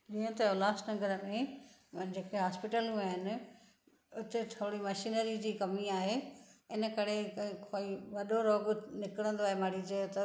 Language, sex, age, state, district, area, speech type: Sindhi, female, 45-60, Maharashtra, Thane, urban, spontaneous